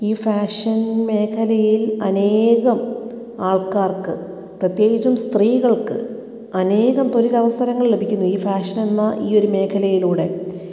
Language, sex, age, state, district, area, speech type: Malayalam, female, 30-45, Kerala, Kottayam, rural, spontaneous